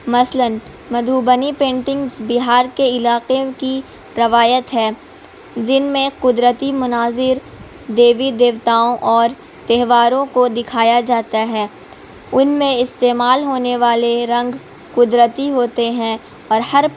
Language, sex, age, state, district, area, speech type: Urdu, female, 18-30, Bihar, Gaya, urban, spontaneous